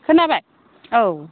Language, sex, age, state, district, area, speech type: Bodo, female, 45-60, Assam, Udalguri, rural, conversation